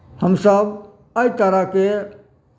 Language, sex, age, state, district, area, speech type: Maithili, male, 60+, Bihar, Samastipur, urban, spontaneous